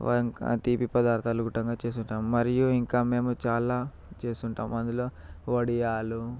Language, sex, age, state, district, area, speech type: Telugu, male, 18-30, Telangana, Vikarabad, urban, spontaneous